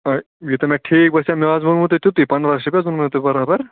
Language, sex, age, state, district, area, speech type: Kashmiri, male, 30-45, Jammu and Kashmir, Ganderbal, rural, conversation